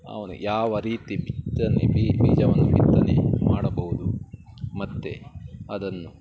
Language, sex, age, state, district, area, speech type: Kannada, male, 30-45, Karnataka, Bangalore Urban, urban, spontaneous